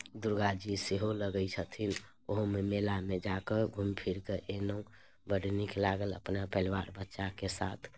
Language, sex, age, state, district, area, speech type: Maithili, female, 30-45, Bihar, Muzaffarpur, urban, spontaneous